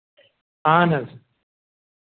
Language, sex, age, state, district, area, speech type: Kashmiri, male, 45-60, Jammu and Kashmir, Budgam, urban, conversation